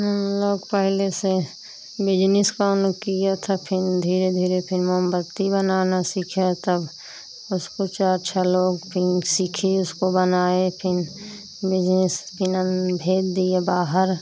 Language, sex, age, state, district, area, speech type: Hindi, female, 30-45, Uttar Pradesh, Pratapgarh, rural, spontaneous